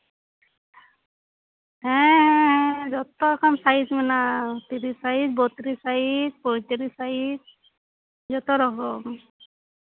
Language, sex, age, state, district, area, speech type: Santali, female, 30-45, West Bengal, Birbhum, rural, conversation